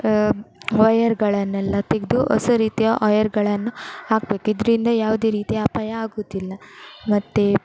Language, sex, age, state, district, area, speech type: Kannada, female, 18-30, Karnataka, Udupi, rural, spontaneous